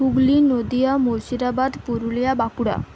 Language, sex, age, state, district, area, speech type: Bengali, female, 45-60, West Bengal, Purulia, urban, spontaneous